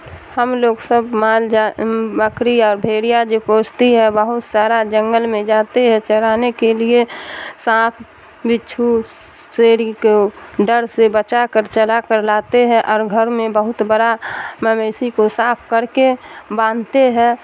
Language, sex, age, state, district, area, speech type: Urdu, female, 60+, Bihar, Darbhanga, rural, spontaneous